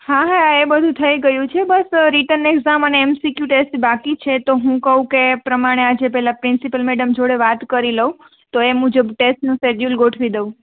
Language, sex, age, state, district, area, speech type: Gujarati, female, 18-30, Gujarat, Junagadh, urban, conversation